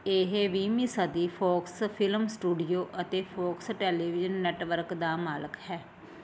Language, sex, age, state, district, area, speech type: Punjabi, female, 30-45, Punjab, Firozpur, rural, read